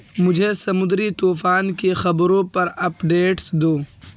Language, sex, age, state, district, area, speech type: Urdu, male, 18-30, Uttar Pradesh, Ghaziabad, rural, read